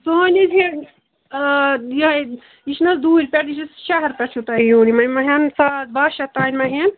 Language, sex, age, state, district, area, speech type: Kashmiri, female, 45-60, Jammu and Kashmir, Ganderbal, rural, conversation